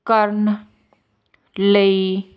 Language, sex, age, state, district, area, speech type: Punjabi, female, 18-30, Punjab, Hoshiarpur, rural, read